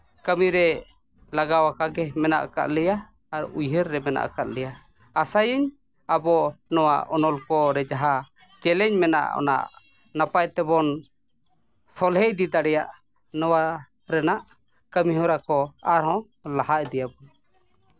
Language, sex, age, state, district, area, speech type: Santali, male, 45-60, Jharkhand, East Singhbhum, rural, spontaneous